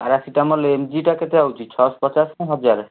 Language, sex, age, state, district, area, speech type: Odia, male, 18-30, Odisha, Kendrapara, urban, conversation